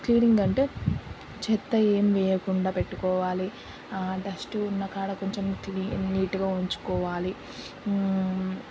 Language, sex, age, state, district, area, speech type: Telugu, female, 18-30, Andhra Pradesh, Srikakulam, urban, spontaneous